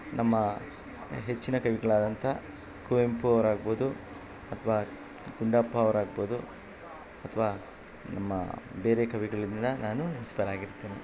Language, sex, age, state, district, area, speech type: Kannada, male, 45-60, Karnataka, Kolar, urban, spontaneous